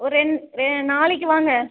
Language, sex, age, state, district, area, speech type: Tamil, female, 30-45, Tamil Nadu, Cuddalore, rural, conversation